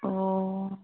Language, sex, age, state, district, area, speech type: Assamese, female, 30-45, Assam, Majuli, rural, conversation